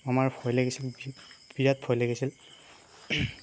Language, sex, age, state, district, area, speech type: Assamese, male, 18-30, Assam, Darrang, rural, spontaneous